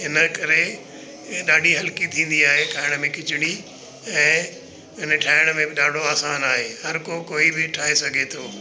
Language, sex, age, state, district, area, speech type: Sindhi, male, 60+, Delhi, South Delhi, urban, spontaneous